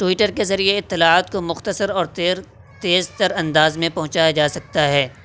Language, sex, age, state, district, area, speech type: Urdu, male, 18-30, Uttar Pradesh, Saharanpur, urban, spontaneous